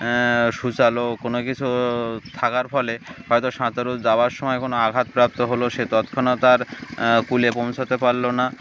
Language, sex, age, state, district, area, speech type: Bengali, male, 30-45, West Bengal, Uttar Dinajpur, urban, spontaneous